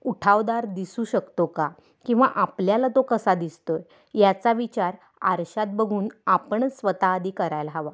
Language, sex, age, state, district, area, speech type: Marathi, female, 45-60, Maharashtra, Kolhapur, urban, spontaneous